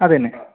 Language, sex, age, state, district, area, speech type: Malayalam, male, 30-45, Kerala, Pathanamthitta, rural, conversation